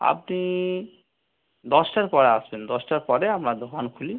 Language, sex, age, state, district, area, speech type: Bengali, male, 45-60, West Bengal, North 24 Parganas, urban, conversation